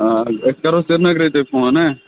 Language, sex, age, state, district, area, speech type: Kashmiri, male, 30-45, Jammu and Kashmir, Bandipora, rural, conversation